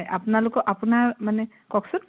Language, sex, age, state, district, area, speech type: Assamese, female, 30-45, Assam, Majuli, urban, conversation